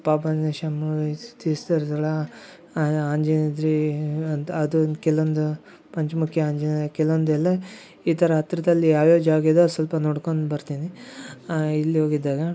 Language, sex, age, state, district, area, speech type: Kannada, male, 18-30, Karnataka, Koppal, rural, spontaneous